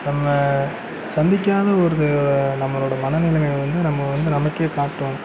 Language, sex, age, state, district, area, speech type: Tamil, male, 30-45, Tamil Nadu, Sivaganga, rural, spontaneous